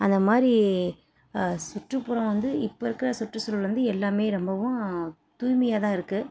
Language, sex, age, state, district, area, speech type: Tamil, female, 30-45, Tamil Nadu, Salem, rural, spontaneous